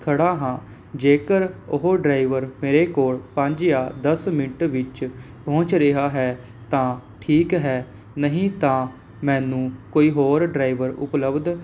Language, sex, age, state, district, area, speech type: Punjabi, male, 18-30, Punjab, Mohali, urban, spontaneous